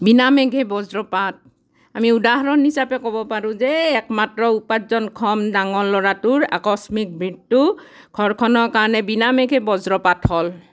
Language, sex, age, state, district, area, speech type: Assamese, female, 60+, Assam, Barpeta, rural, spontaneous